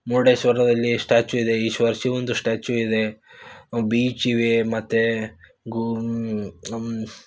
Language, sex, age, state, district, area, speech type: Kannada, male, 18-30, Karnataka, Gulbarga, urban, spontaneous